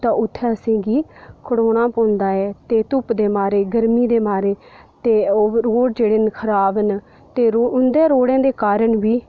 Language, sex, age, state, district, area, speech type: Dogri, female, 18-30, Jammu and Kashmir, Udhampur, rural, spontaneous